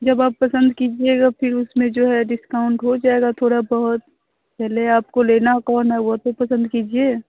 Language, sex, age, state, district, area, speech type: Hindi, female, 18-30, Bihar, Muzaffarpur, rural, conversation